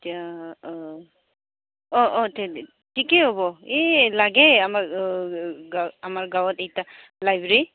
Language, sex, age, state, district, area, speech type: Assamese, female, 30-45, Assam, Goalpara, urban, conversation